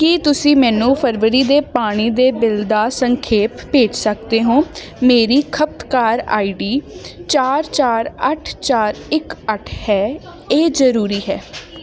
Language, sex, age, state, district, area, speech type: Punjabi, female, 18-30, Punjab, Ludhiana, urban, read